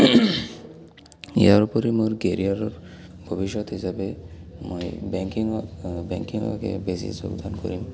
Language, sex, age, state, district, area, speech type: Assamese, male, 18-30, Assam, Barpeta, rural, spontaneous